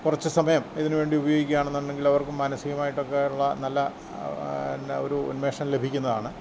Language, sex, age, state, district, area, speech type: Malayalam, male, 60+, Kerala, Kottayam, rural, spontaneous